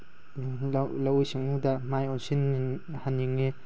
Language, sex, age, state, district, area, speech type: Manipuri, male, 18-30, Manipur, Tengnoupal, urban, spontaneous